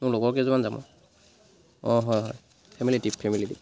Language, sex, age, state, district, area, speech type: Assamese, male, 45-60, Assam, Charaideo, rural, spontaneous